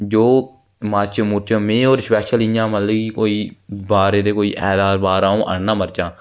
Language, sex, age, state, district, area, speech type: Dogri, male, 18-30, Jammu and Kashmir, Jammu, rural, spontaneous